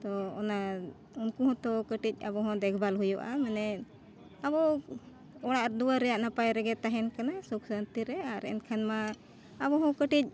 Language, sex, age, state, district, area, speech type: Santali, female, 45-60, Jharkhand, Bokaro, rural, spontaneous